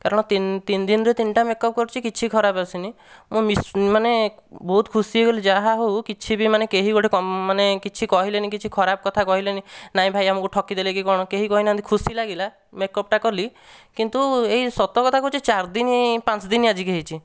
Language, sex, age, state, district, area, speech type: Odia, male, 30-45, Odisha, Dhenkanal, rural, spontaneous